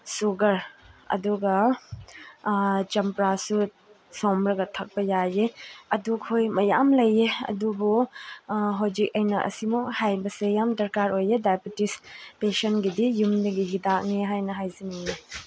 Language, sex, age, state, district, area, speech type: Manipuri, female, 18-30, Manipur, Chandel, rural, spontaneous